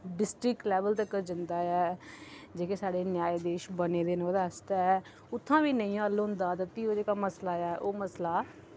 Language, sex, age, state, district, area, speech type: Dogri, female, 30-45, Jammu and Kashmir, Udhampur, urban, spontaneous